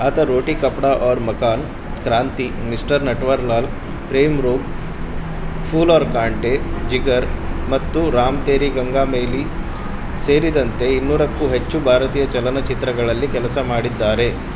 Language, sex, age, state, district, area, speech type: Kannada, male, 30-45, Karnataka, Udupi, urban, read